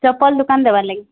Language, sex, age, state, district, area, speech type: Odia, female, 18-30, Odisha, Subarnapur, urban, conversation